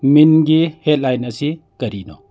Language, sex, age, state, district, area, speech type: Manipuri, male, 45-60, Manipur, Churachandpur, urban, read